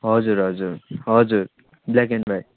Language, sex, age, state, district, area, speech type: Nepali, male, 18-30, West Bengal, Darjeeling, rural, conversation